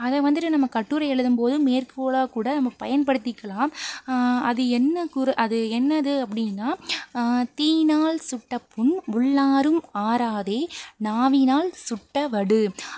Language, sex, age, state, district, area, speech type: Tamil, female, 30-45, Tamil Nadu, Pudukkottai, rural, spontaneous